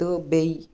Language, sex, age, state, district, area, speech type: Kashmiri, female, 18-30, Jammu and Kashmir, Kupwara, rural, spontaneous